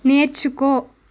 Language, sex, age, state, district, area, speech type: Telugu, female, 18-30, Andhra Pradesh, Sri Balaji, urban, read